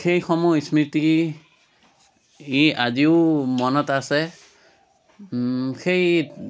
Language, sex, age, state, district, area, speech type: Assamese, male, 18-30, Assam, Biswanath, rural, spontaneous